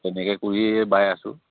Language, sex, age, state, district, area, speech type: Assamese, male, 45-60, Assam, Charaideo, rural, conversation